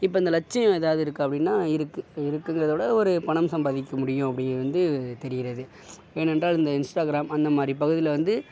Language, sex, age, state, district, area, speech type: Tamil, male, 60+, Tamil Nadu, Mayiladuthurai, rural, spontaneous